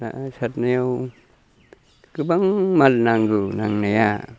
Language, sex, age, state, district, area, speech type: Bodo, male, 60+, Assam, Chirang, rural, spontaneous